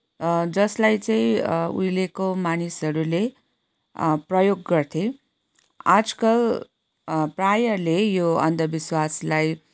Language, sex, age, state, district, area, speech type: Nepali, female, 30-45, West Bengal, Kalimpong, rural, spontaneous